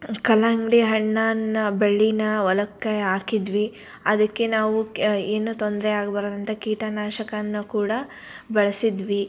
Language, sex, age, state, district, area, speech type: Kannada, female, 18-30, Karnataka, Koppal, rural, spontaneous